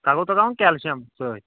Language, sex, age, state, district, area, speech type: Kashmiri, male, 18-30, Jammu and Kashmir, Kulgam, rural, conversation